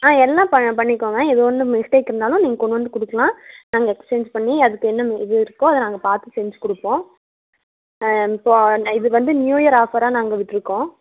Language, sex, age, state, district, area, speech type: Tamil, female, 18-30, Tamil Nadu, Coimbatore, rural, conversation